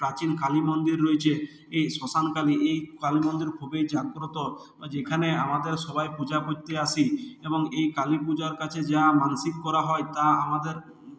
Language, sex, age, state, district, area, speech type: Bengali, male, 60+, West Bengal, Purulia, rural, spontaneous